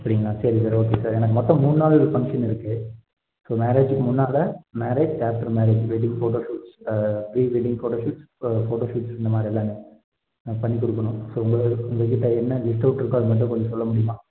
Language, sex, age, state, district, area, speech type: Tamil, male, 18-30, Tamil Nadu, Erode, rural, conversation